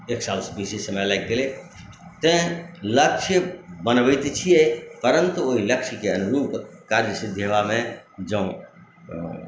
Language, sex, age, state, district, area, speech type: Maithili, male, 45-60, Bihar, Madhubani, urban, spontaneous